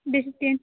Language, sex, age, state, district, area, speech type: Bengali, female, 30-45, West Bengal, Dakshin Dinajpur, rural, conversation